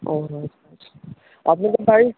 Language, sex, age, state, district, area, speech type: Bengali, male, 18-30, West Bengal, Darjeeling, urban, conversation